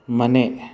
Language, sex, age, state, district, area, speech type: Kannada, male, 30-45, Karnataka, Bidar, urban, read